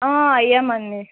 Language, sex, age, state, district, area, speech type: Telugu, female, 18-30, Telangana, Mahbubnagar, urban, conversation